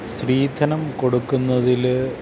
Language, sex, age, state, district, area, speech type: Malayalam, male, 45-60, Kerala, Kottayam, urban, spontaneous